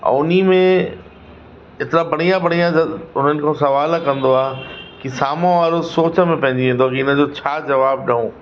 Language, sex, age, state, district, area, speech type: Sindhi, male, 45-60, Uttar Pradesh, Lucknow, urban, spontaneous